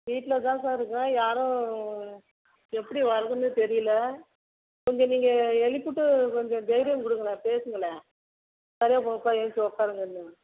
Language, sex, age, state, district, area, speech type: Tamil, female, 45-60, Tamil Nadu, Tiruchirappalli, rural, conversation